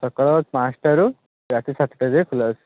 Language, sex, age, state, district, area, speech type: Odia, male, 30-45, Odisha, Balasore, rural, conversation